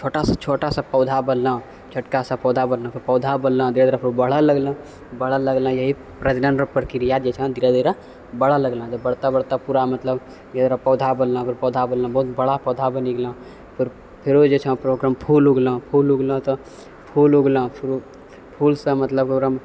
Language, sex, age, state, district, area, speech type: Maithili, male, 30-45, Bihar, Purnia, urban, spontaneous